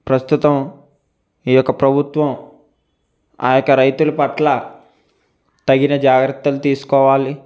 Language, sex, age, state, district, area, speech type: Telugu, male, 18-30, Andhra Pradesh, Konaseema, urban, spontaneous